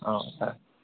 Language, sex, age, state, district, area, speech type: Bodo, male, 30-45, Assam, Udalguri, urban, conversation